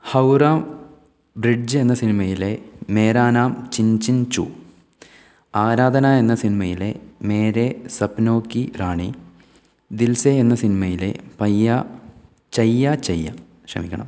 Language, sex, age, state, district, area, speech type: Malayalam, male, 18-30, Kerala, Kannur, rural, spontaneous